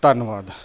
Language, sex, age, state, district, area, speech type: Punjabi, male, 30-45, Punjab, Jalandhar, urban, spontaneous